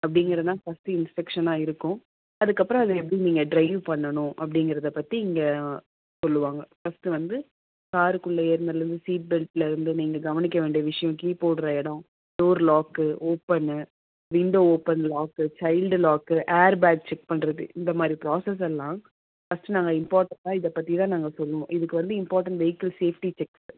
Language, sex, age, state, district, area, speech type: Tamil, female, 45-60, Tamil Nadu, Madurai, urban, conversation